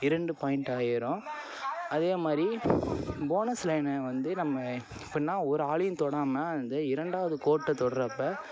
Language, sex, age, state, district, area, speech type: Tamil, male, 18-30, Tamil Nadu, Tiruvarur, urban, spontaneous